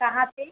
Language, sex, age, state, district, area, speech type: Hindi, female, 30-45, Uttar Pradesh, Mirzapur, rural, conversation